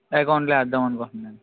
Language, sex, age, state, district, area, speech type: Telugu, male, 18-30, Andhra Pradesh, Eluru, rural, conversation